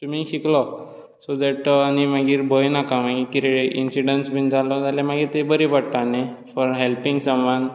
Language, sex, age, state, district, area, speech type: Goan Konkani, male, 18-30, Goa, Bardez, urban, spontaneous